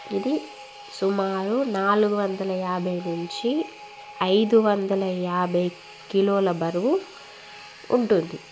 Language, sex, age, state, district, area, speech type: Telugu, female, 18-30, Telangana, Jagtial, rural, spontaneous